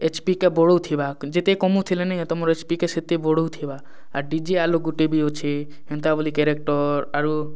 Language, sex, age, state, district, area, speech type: Odia, male, 18-30, Odisha, Kalahandi, rural, spontaneous